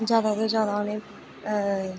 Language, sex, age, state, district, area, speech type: Dogri, female, 18-30, Jammu and Kashmir, Kathua, rural, spontaneous